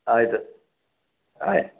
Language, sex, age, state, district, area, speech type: Kannada, male, 60+, Karnataka, Chamarajanagar, rural, conversation